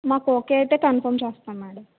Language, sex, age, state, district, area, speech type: Telugu, female, 30-45, Andhra Pradesh, Kakinada, rural, conversation